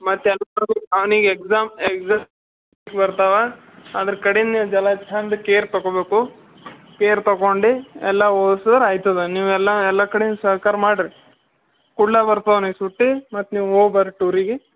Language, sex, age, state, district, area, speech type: Kannada, male, 30-45, Karnataka, Bidar, urban, conversation